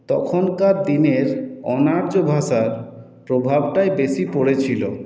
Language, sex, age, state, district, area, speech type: Bengali, male, 18-30, West Bengal, Purulia, urban, spontaneous